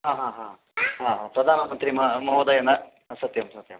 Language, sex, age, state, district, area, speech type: Sanskrit, male, 45-60, Karnataka, Shimoga, rural, conversation